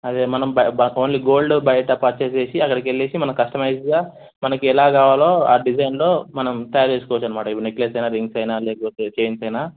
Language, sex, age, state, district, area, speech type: Telugu, male, 30-45, Telangana, Hyderabad, rural, conversation